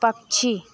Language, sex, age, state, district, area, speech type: Hindi, female, 18-30, Bihar, Muzaffarpur, rural, read